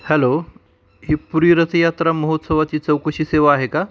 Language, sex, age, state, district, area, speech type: Marathi, male, 45-60, Maharashtra, Osmanabad, rural, read